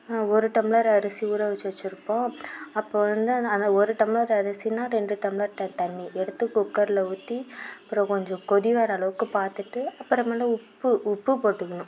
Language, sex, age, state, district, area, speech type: Tamil, female, 45-60, Tamil Nadu, Mayiladuthurai, rural, spontaneous